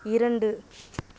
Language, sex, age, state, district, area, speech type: Tamil, female, 18-30, Tamil Nadu, Nagapattinam, urban, read